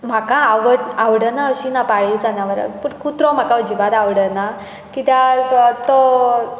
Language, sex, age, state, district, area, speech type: Goan Konkani, female, 18-30, Goa, Bardez, rural, spontaneous